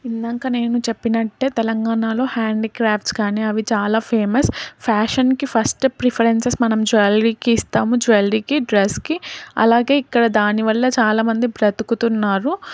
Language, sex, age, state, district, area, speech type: Telugu, female, 18-30, Telangana, Karimnagar, urban, spontaneous